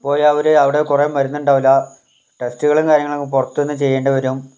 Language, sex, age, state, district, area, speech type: Malayalam, male, 60+, Kerala, Wayanad, rural, spontaneous